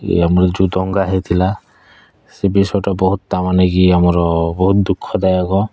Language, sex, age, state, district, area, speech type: Odia, male, 30-45, Odisha, Kalahandi, rural, spontaneous